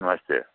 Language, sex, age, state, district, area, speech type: Hindi, male, 60+, Bihar, Muzaffarpur, rural, conversation